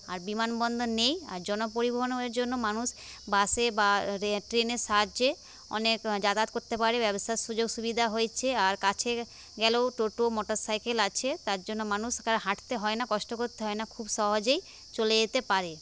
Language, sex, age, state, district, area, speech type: Bengali, female, 30-45, West Bengal, Paschim Medinipur, rural, spontaneous